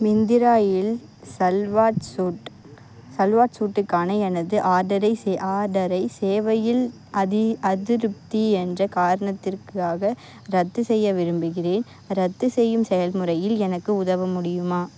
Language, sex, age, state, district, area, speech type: Tamil, female, 18-30, Tamil Nadu, Vellore, urban, read